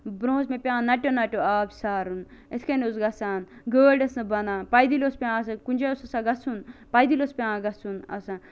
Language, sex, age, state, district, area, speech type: Kashmiri, female, 30-45, Jammu and Kashmir, Bandipora, rural, spontaneous